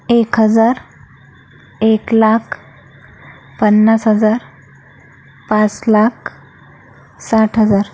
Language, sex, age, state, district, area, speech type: Marathi, female, 45-60, Maharashtra, Akola, urban, spontaneous